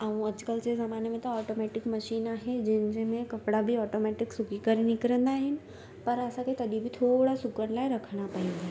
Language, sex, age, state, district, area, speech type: Sindhi, female, 18-30, Gujarat, Surat, urban, spontaneous